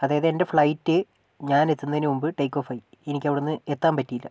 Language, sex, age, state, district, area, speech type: Malayalam, female, 18-30, Kerala, Wayanad, rural, spontaneous